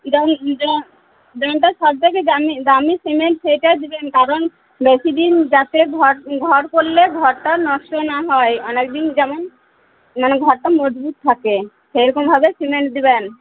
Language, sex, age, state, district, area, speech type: Bengali, female, 30-45, West Bengal, Uttar Dinajpur, urban, conversation